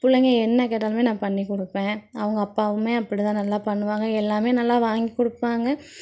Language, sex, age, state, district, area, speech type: Tamil, female, 30-45, Tamil Nadu, Thoothukudi, urban, spontaneous